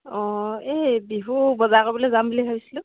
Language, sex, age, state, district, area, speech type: Assamese, female, 30-45, Assam, Sivasagar, rural, conversation